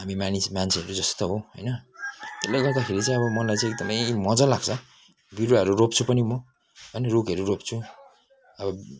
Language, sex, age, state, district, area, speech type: Nepali, male, 30-45, West Bengal, Kalimpong, rural, spontaneous